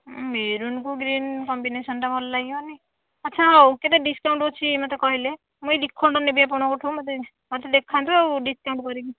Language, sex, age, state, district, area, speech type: Odia, female, 30-45, Odisha, Nayagarh, rural, conversation